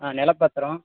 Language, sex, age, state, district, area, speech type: Tamil, male, 30-45, Tamil Nadu, Dharmapuri, rural, conversation